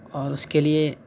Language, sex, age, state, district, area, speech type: Urdu, male, 18-30, Delhi, South Delhi, urban, spontaneous